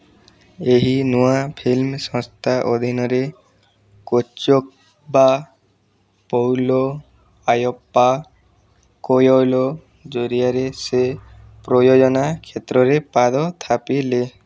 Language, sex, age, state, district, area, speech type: Odia, male, 18-30, Odisha, Boudh, rural, read